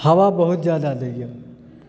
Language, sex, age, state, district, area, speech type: Maithili, male, 30-45, Bihar, Supaul, rural, spontaneous